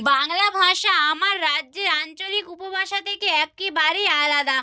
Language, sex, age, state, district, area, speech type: Bengali, female, 30-45, West Bengal, Nadia, rural, spontaneous